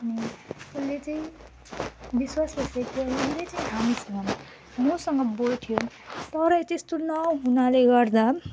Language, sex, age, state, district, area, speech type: Nepali, female, 18-30, West Bengal, Jalpaiguri, rural, spontaneous